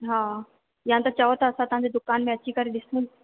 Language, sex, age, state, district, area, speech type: Sindhi, female, 30-45, Rajasthan, Ajmer, urban, conversation